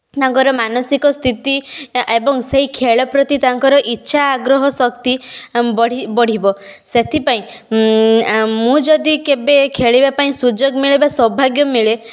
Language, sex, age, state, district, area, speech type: Odia, female, 18-30, Odisha, Balasore, rural, spontaneous